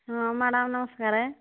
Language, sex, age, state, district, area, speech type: Odia, female, 45-60, Odisha, Angul, rural, conversation